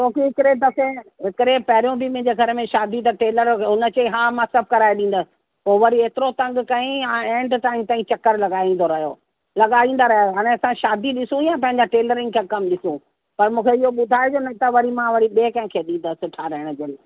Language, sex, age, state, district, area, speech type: Sindhi, female, 60+, Uttar Pradesh, Lucknow, rural, conversation